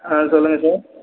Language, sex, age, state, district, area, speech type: Tamil, male, 18-30, Tamil Nadu, Perambalur, rural, conversation